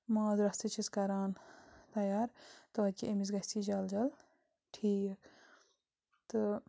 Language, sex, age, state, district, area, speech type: Kashmiri, female, 30-45, Jammu and Kashmir, Bandipora, rural, spontaneous